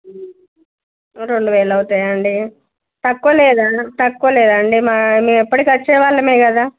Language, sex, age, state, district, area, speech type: Telugu, female, 30-45, Telangana, Jangaon, rural, conversation